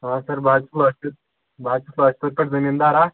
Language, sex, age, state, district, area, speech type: Kashmiri, male, 18-30, Jammu and Kashmir, Pulwama, urban, conversation